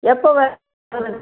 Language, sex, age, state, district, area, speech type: Tamil, female, 60+, Tamil Nadu, Erode, rural, conversation